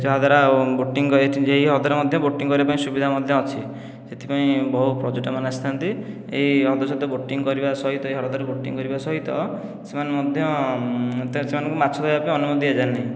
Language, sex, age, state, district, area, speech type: Odia, male, 18-30, Odisha, Khordha, rural, spontaneous